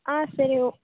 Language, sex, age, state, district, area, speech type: Tamil, female, 18-30, Tamil Nadu, Tiruvarur, urban, conversation